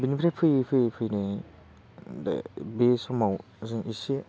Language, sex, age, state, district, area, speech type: Bodo, male, 18-30, Assam, Baksa, rural, spontaneous